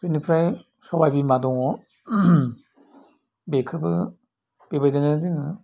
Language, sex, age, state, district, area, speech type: Bodo, male, 60+, Assam, Udalguri, urban, spontaneous